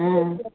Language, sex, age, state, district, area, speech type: Tamil, male, 30-45, Tamil Nadu, Tenkasi, rural, conversation